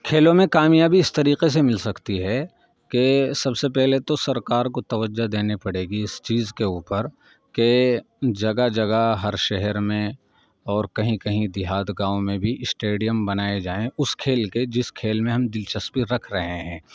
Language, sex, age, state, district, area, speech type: Urdu, male, 30-45, Uttar Pradesh, Saharanpur, urban, spontaneous